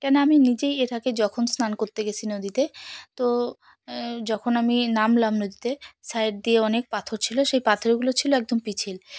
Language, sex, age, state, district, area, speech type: Bengali, female, 45-60, West Bengal, Alipurduar, rural, spontaneous